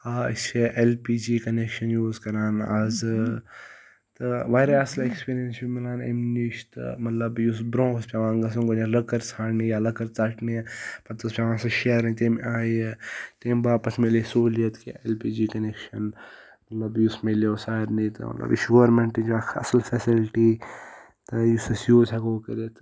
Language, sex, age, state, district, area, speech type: Kashmiri, male, 18-30, Jammu and Kashmir, Ganderbal, rural, spontaneous